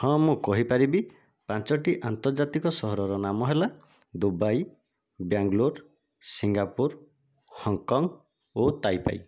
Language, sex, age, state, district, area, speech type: Odia, male, 30-45, Odisha, Nayagarh, rural, spontaneous